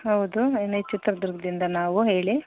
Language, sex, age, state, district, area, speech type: Kannada, female, 30-45, Karnataka, Chitradurga, rural, conversation